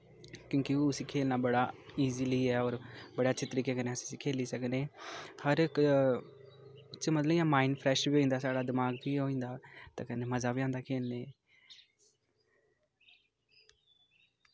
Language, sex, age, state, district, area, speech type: Dogri, male, 18-30, Jammu and Kashmir, Kathua, rural, spontaneous